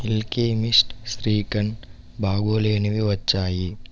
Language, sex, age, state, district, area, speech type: Telugu, male, 45-60, Andhra Pradesh, Konaseema, rural, read